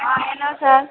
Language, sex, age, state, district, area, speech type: Hindi, female, 30-45, Bihar, Begusarai, rural, conversation